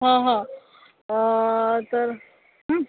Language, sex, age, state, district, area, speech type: Marathi, female, 60+, Maharashtra, Yavatmal, rural, conversation